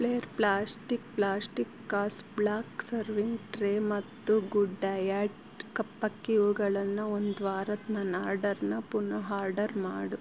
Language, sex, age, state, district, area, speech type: Kannada, female, 18-30, Karnataka, Bangalore Rural, rural, read